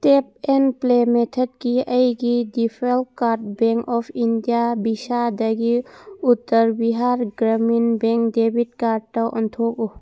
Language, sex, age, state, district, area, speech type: Manipuri, female, 30-45, Manipur, Churachandpur, urban, read